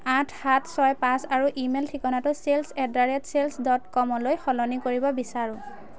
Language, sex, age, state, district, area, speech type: Assamese, female, 18-30, Assam, Majuli, urban, read